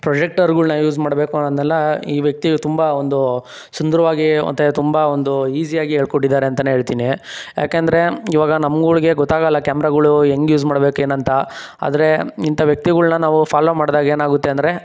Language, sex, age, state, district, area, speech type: Kannada, male, 18-30, Karnataka, Chikkaballapur, urban, spontaneous